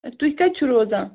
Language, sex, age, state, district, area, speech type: Kashmiri, other, 18-30, Jammu and Kashmir, Bandipora, rural, conversation